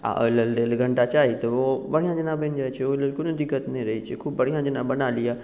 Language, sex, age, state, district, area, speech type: Maithili, male, 45-60, Bihar, Madhubani, urban, spontaneous